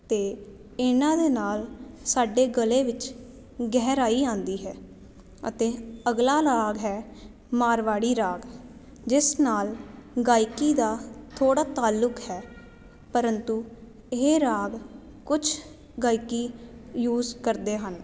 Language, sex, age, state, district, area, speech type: Punjabi, female, 18-30, Punjab, Jalandhar, urban, spontaneous